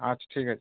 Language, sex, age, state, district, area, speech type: Bengali, male, 18-30, West Bengal, North 24 Parganas, urban, conversation